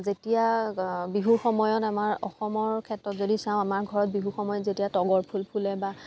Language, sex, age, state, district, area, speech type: Assamese, female, 18-30, Assam, Dibrugarh, rural, spontaneous